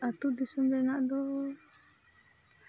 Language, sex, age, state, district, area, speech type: Santali, female, 30-45, Jharkhand, East Singhbhum, rural, spontaneous